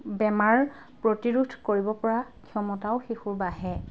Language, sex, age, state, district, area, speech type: Assamese, female, 30-45, Assam, Golaghat, urban, spontaneous